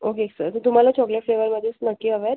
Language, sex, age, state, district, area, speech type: Marathi, female, 18-30, Maharashtra, Thane, urban, conversation